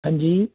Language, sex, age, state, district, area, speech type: Sindhi, male, 60+, Delhi, South Delhi, rural, conversation